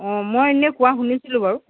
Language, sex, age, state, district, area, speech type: Assamese, female, 30-45, Assam, Golaghat, rural, conversation